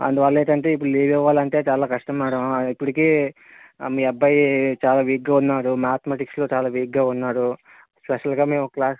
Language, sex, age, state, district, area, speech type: Telugu, male, 18-30, Andhra Pradesh, Vizianagaram, urban, conversation